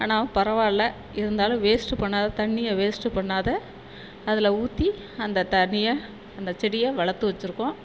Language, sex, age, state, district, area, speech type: Tamil, female, 45-60, Tamil Nadu, Perambalur, rural, spontaneous